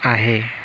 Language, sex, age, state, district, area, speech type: Marathi, male, 30-45, Maharashtra, Amravati, urban, spontaneous